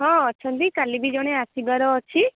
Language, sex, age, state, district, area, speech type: Odia, female, 18-30, Odisha, Kendujhar, urban, conversation